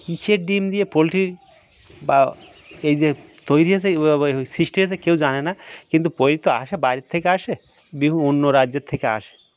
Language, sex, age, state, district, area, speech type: Bengali, male, 45-60, West Bengal, Birbhum, urban, spontaneous